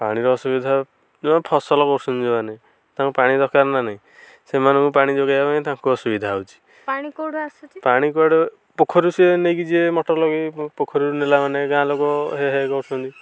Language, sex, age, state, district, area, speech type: Odia, male, 18-30, Odisha, Nayagarh, rural, spontaneous